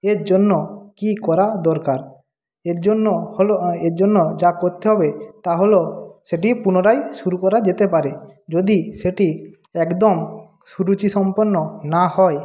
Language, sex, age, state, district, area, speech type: Bengali, male, 45-60, West Bengal, Jhargram, rural, spontaneous